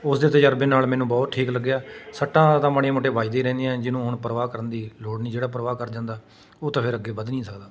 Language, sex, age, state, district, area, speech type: Punjabi, male, 30-45, Punjab, Patiala, urban, spontaneous